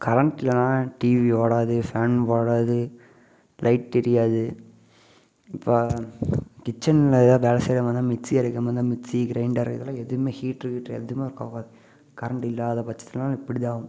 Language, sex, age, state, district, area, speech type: Tamil, male, 18-30, Tamil Nadu, Namakkal, urban, spontaneous